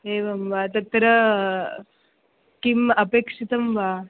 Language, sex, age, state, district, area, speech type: Sanskrit, female, 18-30, Maharashtra, Nagpur, urban, conversation